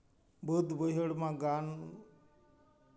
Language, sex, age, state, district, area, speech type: Santali, male, 60+, West Bengal, Paschim Bardhaman, urban, spontaneous